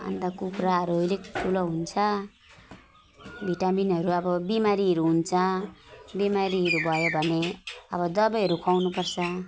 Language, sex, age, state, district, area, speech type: Nepali, female, 45-60, West Bengal, Alipurduar, urban, spontaneous